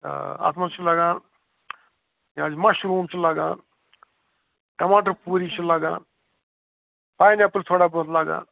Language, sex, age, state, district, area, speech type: Kashmiri, male, 60+, Jammu and Kashmir, Srinagar, rural, conversation